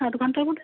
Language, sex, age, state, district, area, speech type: Bengali, female, 30-45, West Bengal, Darjeeling, rural, conversation